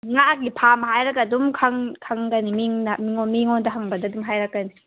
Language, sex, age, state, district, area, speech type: Manipuri, female, 18-30, Manipur, Kangpokpi, urban, conversation